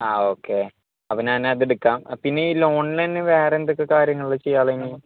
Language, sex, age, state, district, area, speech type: Malayalam, male, 18-30, Kerala, Thrissur, rural, conversation